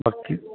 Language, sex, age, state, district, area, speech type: Punjabi, male, 60+, Punjab, Fazilka, rural, conversation